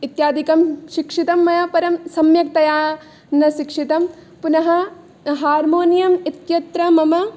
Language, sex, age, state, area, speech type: Sanskrit, female, 18-30, Rajasthan, urban, spontaneous